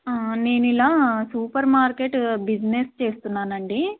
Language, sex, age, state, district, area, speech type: Telugu, female, 18-30, Andhra Pradesh, Krishna, urban, conversation